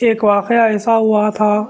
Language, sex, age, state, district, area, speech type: Urdu, male, 18-30, Telangana, Hyderabad, urban, spontaneous